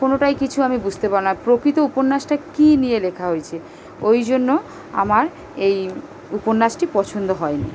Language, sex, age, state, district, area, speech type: Bengali, female, 30-45, West Bengal, Kolkata, urban, spontaneous